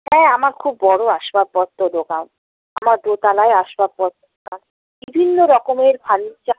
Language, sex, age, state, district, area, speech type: Bengali, female, 45-60, West Bengal, Purba Medinipur, rural, conversation